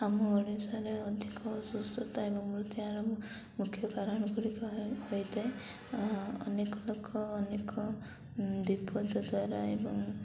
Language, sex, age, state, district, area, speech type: Odia, female, 18-30, Odisha, Koraput, urban, spontaneous